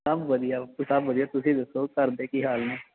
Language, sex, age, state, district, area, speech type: Punjabi, male, 18-30, Punjab, Bathinda, urban, conversation